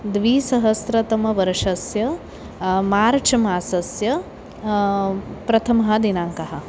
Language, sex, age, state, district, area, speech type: Sanskrit, female, 30-45, Maharashtra, Nagpur, urban, spontaneous